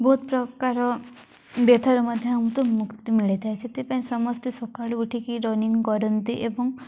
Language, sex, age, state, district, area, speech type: Odia, female, 18-30, Odisha, Nabarangpur, urban, spontaneous